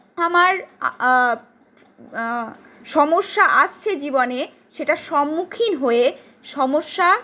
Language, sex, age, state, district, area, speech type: Bengali, female, 45-60, West Bengal, Purulia, urban, spontaneous